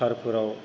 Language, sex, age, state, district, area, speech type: Bodo, female, 45-60, Assam, Kokrajhar, rural, spontaneous